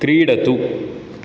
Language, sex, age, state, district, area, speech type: Sanskrit, male, 18-30, Karnataka, Udupi, rural, read